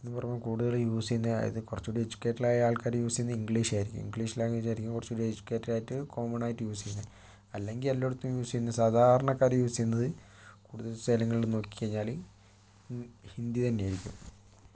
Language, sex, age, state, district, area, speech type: Malayalam, male, 30-45, Kerala, Kozhikode, urban, spontaneous